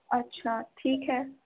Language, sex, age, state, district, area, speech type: Urdu, female, 18-30, Delhi, East Delhi, urban, conversation